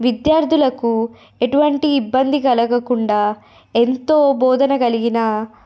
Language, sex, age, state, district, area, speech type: Telugu, female, 18-30, Telangana, Nirmal, urban, spontaneous